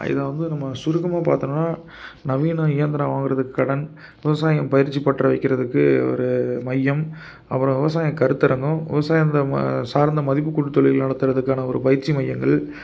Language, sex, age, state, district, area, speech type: Tamil, male, 30-45, Tamil Nadu, Tiruppur, urban, spontaneous